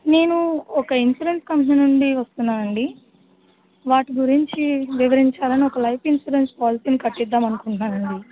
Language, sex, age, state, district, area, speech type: Telugu, female, 60+, Andhra Pradesh, West Godavari, rural, conversation